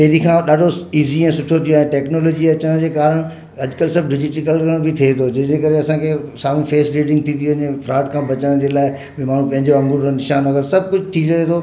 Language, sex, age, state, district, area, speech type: Sindhi, male, 45-60, Maharashtra, Mumbai Suburban, urban, spontaneous